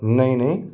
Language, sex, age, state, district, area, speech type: Hindi, male, 30-45, Madhya Pradesh, Gwalior, rural, spontaneous